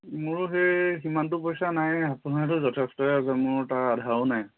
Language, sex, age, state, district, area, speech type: Assamese, male, 30-45, Assam, Majuli, urban, conversation